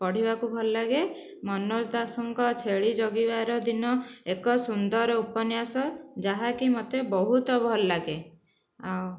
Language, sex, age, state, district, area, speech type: Odia, female, 30-45, Odisha, Dhenkanal, rural, spontaneous